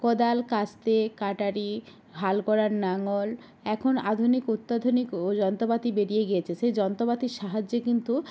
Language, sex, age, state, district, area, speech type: Bengali, female, 45-60, West Bengal, Jalpaiguri, rural, spontaneous